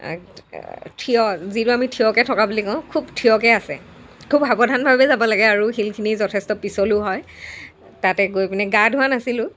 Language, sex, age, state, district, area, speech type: Assamese, female, 60+, Assam, Dhemaji, rural, spontaneous